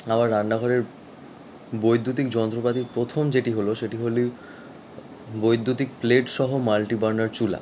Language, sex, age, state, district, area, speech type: Bengali, male, 18-30, West Bengal, Howrah, urban, spontaneous